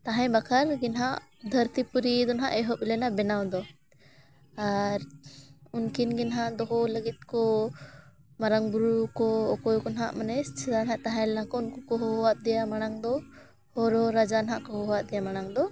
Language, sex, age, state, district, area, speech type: Santali, female, 18-30, Jharkhand, Bokaro, rural, spontaneous